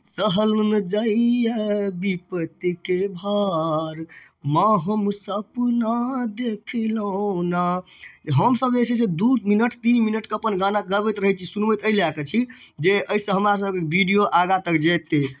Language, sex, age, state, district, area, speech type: Maithili, male, 18-30, Bihar, Darbhanga, rural, spontaneous